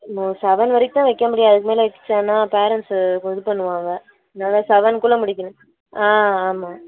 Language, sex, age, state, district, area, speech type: Tamil, female, 18-30, Tamil Nadu, Madurai, urban, conversation